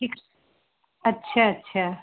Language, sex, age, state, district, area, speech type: Hindi, female, 30-45, Uttar Pradesh, Hardoi, rural, conversation